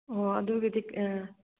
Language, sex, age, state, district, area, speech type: Manipuri, female, 45-60, Manipur, Churachandpur, rural, conversation